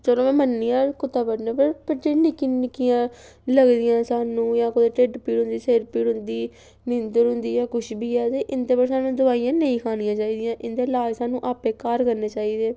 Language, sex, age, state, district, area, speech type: Dogri, female, 18-30, Jammu and Kashmir, Samba, rural, spontaneous